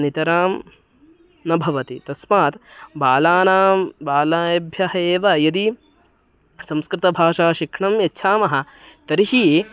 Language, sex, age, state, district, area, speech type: Sanskrit, male, 18-30, Karnataka, Uttara Kannada, rural, spontaneous